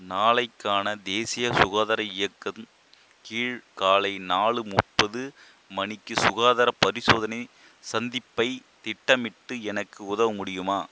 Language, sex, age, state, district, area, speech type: Tamil, male, 30-45, Tamil Nadu, Chengalpattu, rural, read